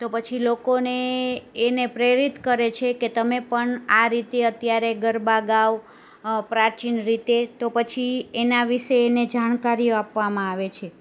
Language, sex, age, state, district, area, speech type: Gujarati, female, 30-45, Gujarat, Kheda, rural, spontaneous